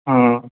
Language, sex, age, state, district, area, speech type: Bengali, male, 18-30, West Bengal, Kolkata, urban, conversation